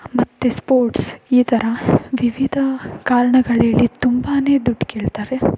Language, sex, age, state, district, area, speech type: Kannada, female, 18-30, Karnataka, Tumkur, rural, spontaneous